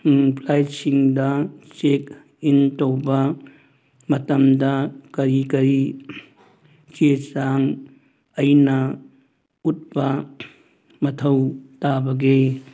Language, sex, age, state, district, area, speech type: Manipuri, male, 60+, Manipur, Churachandpur, urban, read